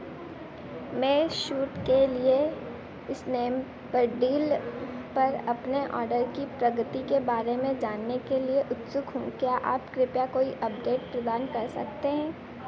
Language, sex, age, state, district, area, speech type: Hindi, female, 18-30, Madhya Pradesh, Harda, urban, read